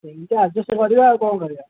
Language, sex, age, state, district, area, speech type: Odia, male, 18-30, Odisha, Dhenkanal, rural, conversation